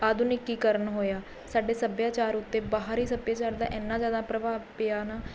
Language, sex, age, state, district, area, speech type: Punjabi, female, 18-30, Punjab, Mohali, rural, spontaneous